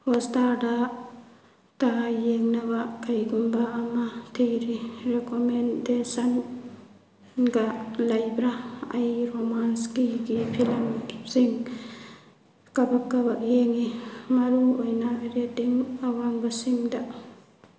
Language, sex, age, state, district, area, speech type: Manipuri, female, 45-60, Manipur, Churachandpur, rural, read